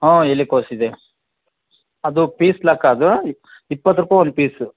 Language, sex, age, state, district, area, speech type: Kannada, male, 30-45, Karnataka, Vijayanagara, rural, conversation